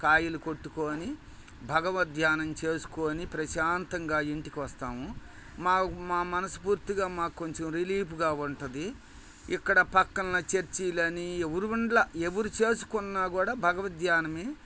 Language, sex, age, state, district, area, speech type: Telugu, male, 60+, Andhra Pradesh, Bapatla, urban, spontaneous